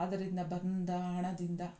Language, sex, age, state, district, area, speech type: Kannada, female, 45-60, Karnataka, Mandya, rural, spontaneous